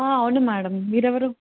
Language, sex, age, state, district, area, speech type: Telugu, female, 18-30, Telangana, Karimnagar, urban, conversation